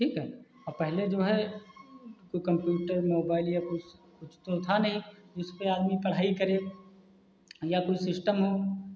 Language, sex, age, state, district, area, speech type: Hindi, male, 45-60, Uttar Pradesh, Hardoi, rural, spontaneous